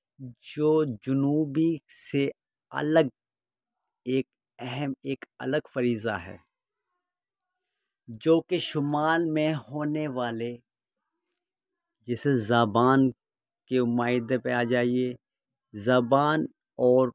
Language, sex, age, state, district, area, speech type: Urdu, male, 30-45, Uttar Pradesh, Muzaffarnagar, urban, spontaneous